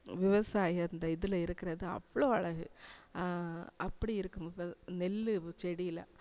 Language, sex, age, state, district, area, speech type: Tamil, female, 45-60, Tamil Nadu, Thanjavur, urban, spontaneous